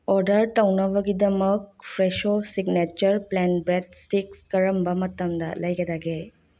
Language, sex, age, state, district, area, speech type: Manipuri, female, 30-45, Manipur, Bishnupur, rural, read